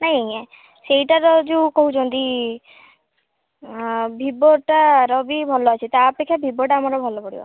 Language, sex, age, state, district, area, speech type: Odia, female, 18-30, Odisha, Kalahandi, rural, conversation